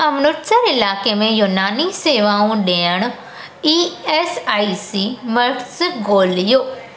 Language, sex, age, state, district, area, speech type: Sindhi, female, 18-30, Gujarat, Surat, urban, read